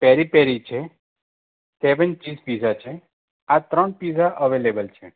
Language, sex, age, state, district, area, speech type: Gujarati, male, 45-60, Gujarat, Anand, urban, conversation